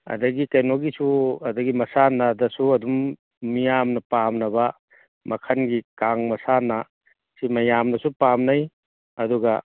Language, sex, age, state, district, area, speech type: Manipuri, male, 60+, Manipur, Churachandpur, urban, conversation